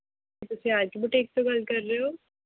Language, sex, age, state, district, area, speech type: Punjabi, female, 30-45, Punjab, Mohali, rural, conversation